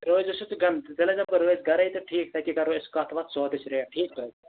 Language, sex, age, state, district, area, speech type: Kashmiri, male, 18-30, Jammu and Kashmir, Kupwara, rural, conversation